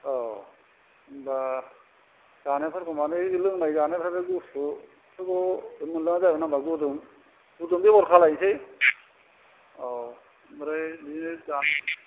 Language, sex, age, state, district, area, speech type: Bodo, male, 60+, Assam, Kokrajhar, rural, conversation